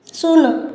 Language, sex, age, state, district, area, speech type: Odia, female, 30-45, Odisha, Khordha, rural, read